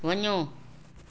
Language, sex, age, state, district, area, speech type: Sindhi, female, 60+, Delhi, South Delhi, urban, read